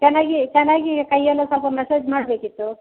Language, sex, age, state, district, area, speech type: Kannada, female, 60+, Karnataka, Kodagu, rural, conversation